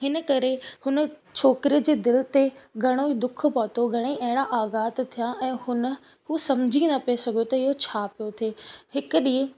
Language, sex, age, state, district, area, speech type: Sindhi, female, 18-30, Rajasthan, Ajmer, urban, spontaneous